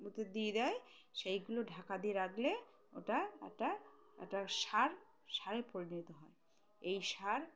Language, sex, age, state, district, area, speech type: Bengali, female, 30-45, West Bengal, Birbhum, urban, spontaneous